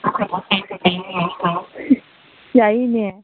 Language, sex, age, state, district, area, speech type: Manipuri, female, 18-30, Manipur, Chandel, rural, conversation